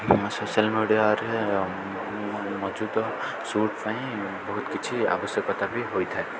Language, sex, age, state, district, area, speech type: Odia, male, 18-30, Odisha, Koraput, urban, spontaneous